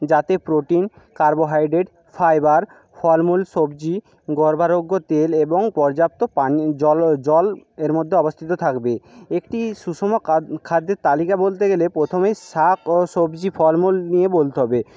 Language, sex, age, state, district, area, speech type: Bengali, male, 60+, West Bengal, Jhargram, rural, spontaneous